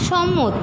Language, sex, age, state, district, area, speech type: Bengali, female, 60+, West Bengal, Jhargram, rural, read